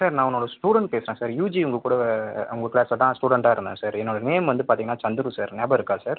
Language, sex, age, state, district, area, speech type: Tamil, male, 18-30, Tamil Nadu, Viluppuram, urban, conversation